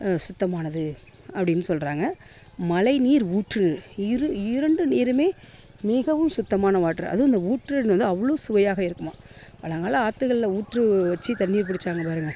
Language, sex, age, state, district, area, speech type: Tamil, female, 30-45, Tamil Nadu, Tiruvarur, rural, spontaneous